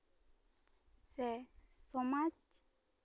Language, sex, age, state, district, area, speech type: Santali, female, 18-30, West Bengal, Bankura, rural, spontaneous